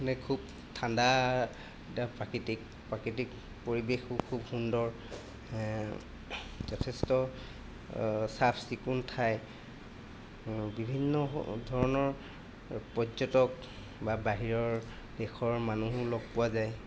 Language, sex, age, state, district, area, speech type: Assamese, male, 30-45, Assam, Golaghat, urban, spontaneous